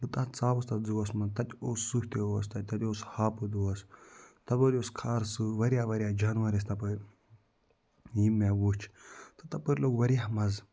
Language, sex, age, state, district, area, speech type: Kashmiri, male, 45-60, Jammu and Kashmir, Budgam, urban, spontaneous